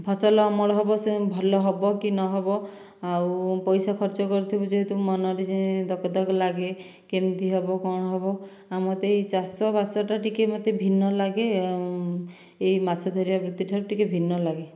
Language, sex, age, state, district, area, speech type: Odia, female, 60+, Odisha, Dhenkanal, rural, spontaneous